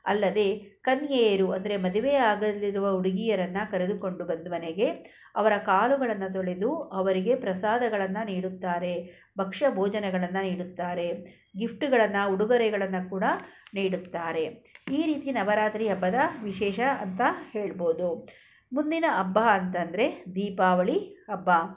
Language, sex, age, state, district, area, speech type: Kannada, female, 45-60, Karnataka, Bangalore Rural, rural, spontaneous